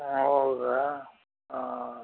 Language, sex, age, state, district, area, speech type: Kannada, male, 60+, Karnataka, Shimoga, urban, conversation